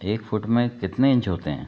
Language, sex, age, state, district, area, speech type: Hindi, male, 60+, Madhya Pradesh, Betul, urban, read